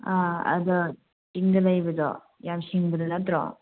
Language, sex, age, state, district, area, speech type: Manipuri, female, 30-45, Manipur, Kangpokpi, urban, conversation